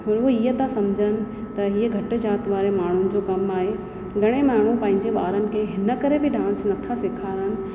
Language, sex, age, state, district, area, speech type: Sindhi, female, 30-45, Rajasthan, Ajmer, urban, spontaneous